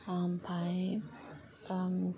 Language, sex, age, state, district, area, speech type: Bodo, female, 18-30, Assam, Kokrajhar, rural, spontaneous